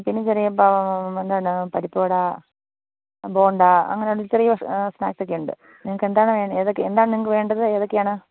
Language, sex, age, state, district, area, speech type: Malayalam, female, 45-60, Kerala, Idukki, rural, conversation